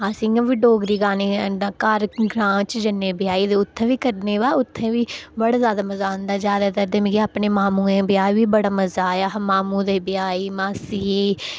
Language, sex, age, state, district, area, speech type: Dogri, female, 18-30, Jammu and Kashmir, Udhampur, rural, spontaneous